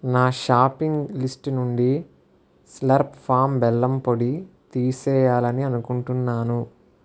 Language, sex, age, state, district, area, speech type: Telugu, male, 60+, Andhra Pradesh, Kakinada, urban, read